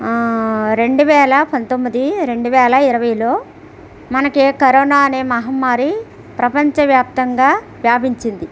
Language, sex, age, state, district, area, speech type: Telugu, female, 60+, Andhra Pradesh, East Godavari, rural, spontaneous